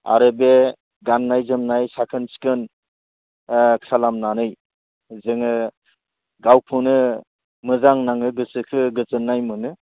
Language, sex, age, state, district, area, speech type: Bodo, male, 60+, Assam, Baksa, rural, conversation